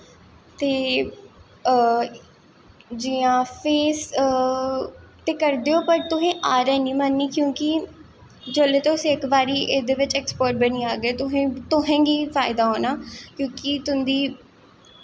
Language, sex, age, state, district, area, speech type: Dogri, female, 18-30, Jammu and Kashmir, Jammu, urban, spontaneous